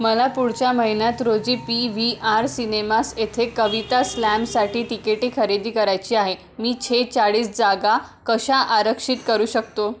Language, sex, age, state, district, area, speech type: Marathi, female, 18-30, Maharashtra, Amravati, rural, read